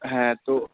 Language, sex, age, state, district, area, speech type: Bengali, male, 18-30, West Bengal, Malda, rural, conversation